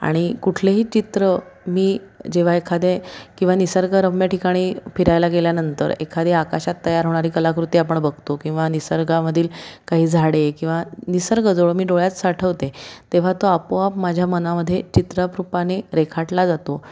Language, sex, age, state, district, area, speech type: Marathi, female, 30-45, Maharashtra, Pune, urban, spontaneous